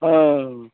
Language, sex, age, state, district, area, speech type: Maithili, male, 60+, Bihar, Muzaffarpur, urban, conversation